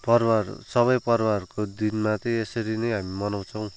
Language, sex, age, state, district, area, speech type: Nepali, male, 18-30, West Bengal, Kalimpong, rural, spontaneous